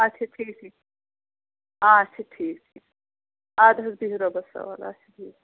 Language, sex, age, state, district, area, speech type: Kashmiri, female, 18-30, Jammu and Kashmir, Pulwama, rural, conversation